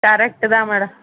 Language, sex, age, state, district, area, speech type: Tamil, female, 18-30, Tamil Nadu, Vellore, urban, conversation